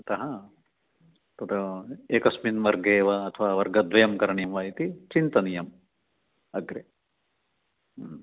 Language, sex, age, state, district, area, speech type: Sanskrit, male, 60+, Karnataka, Dakshina Kannada, rural, conversation